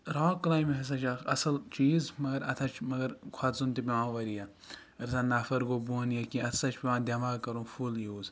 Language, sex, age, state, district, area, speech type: Kashmiri, male, 30-45, Jammu and Kashmir, Ganderbal, rural, spontaneous